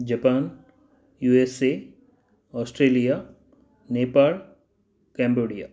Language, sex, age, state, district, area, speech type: Sanskrit, male, 45-60, Karnataka, Dakshina Kannada, urban, spontaneous